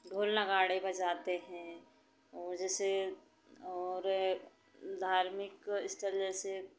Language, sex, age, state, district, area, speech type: Hindi, female, 30-45, Madhya Pradesh, Chhindwara, urban, spontaneous